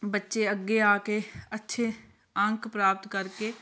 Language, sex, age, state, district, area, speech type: Punjabi, female, 30-45, Punjab, Shaheed Bhagat Singh Nagar, urban, spontaneous